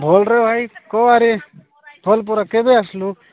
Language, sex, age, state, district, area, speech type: Odia, male, 45-60, Odisha, Nabarangpur, rural, conversation